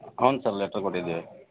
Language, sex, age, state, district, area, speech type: Kannada, male, 30-45, Karnataka, Bagalkot, rural, conversation